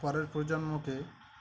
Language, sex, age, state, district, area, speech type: Bengali, male, 18-30, West Bengal, Uttar Dinajpur, urban, spontaneous